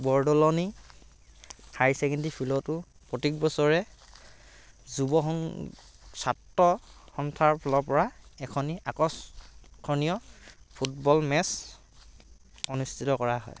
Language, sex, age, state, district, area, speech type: Assamese, male, 45-60, Assam, Dhemaji, rural, spontaneous